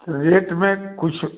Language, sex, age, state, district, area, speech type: Hindi, male, 60+, Uttar Pradesh, Chandauli, rural, conversation